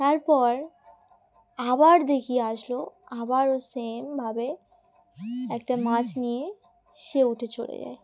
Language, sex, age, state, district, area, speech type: Bengali, female, 18-30, West Bengal, Dakshin Dinajpur, urban, spontaneous